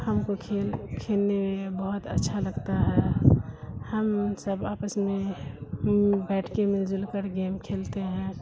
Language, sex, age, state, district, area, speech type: Urdu, female, 60+, Bihar, Khagaria, rural, spontaneous